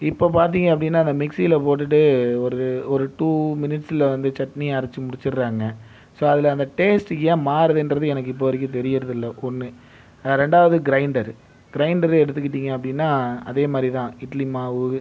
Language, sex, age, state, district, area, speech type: Tamil, male, 30-45, Tamil Nadu, Viluppuram, urban, spontaneous